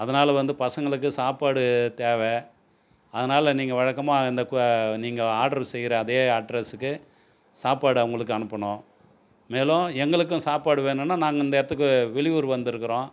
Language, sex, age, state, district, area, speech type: Tamil, male, 60+, Tamil Nadu, Tiruvannamalai, urban, spontaneous